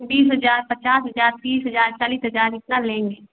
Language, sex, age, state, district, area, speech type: Hindi, female, 18-30, Uttar Pradesh, Prayagraj, urban, conversation